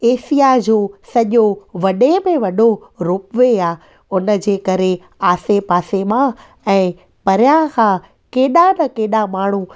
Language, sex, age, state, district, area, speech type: Sindhi, female, 30-45, Gujarat, Junagadh, rural, spontaneous